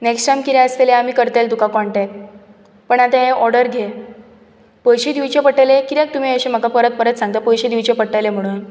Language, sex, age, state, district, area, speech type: Goan Konkani, female, 18-30, Goa, Bardez, urban, spontaneous